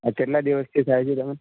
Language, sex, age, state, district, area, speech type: Gujarati, male, 18-30, Gujarat, Ahmedabad, urban, conversation